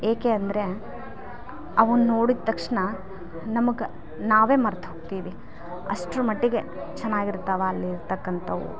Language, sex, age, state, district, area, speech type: Kannada, female, 30-45, Karnataka, Vijayanagara, rural, spontaneous